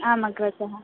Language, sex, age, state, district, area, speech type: Sanskrit, female, 18-30, Karnataka, Dharwad, urban, conversation